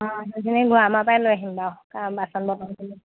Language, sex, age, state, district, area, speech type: Assamese, female, 30-45, Assam, Dibrugarh, rural, conversation